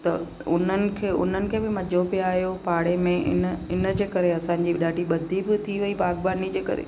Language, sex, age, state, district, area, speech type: Sindhi, female, 45-60, Gujarat, Kutch, urban, spontaneous